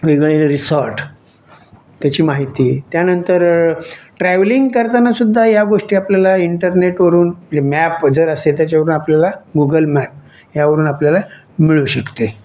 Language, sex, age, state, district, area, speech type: Marathi, male, 45-60, Maharashtra, Raigad, rural, spontaneous